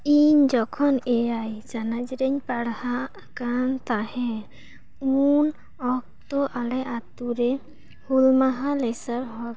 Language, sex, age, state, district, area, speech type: Santali, female, 18-30, West Bengal, Paschim Bardhaman, rural, spontaneous